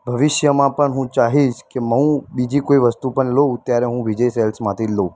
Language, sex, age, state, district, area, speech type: Gujarati, male, 18-30, Gujarat, Ahmedabad, urban, spontaneous